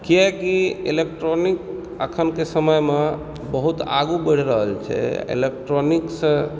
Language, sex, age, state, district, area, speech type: Maithili, male, 30-45, Bihar, Supaul, rural, spontaneous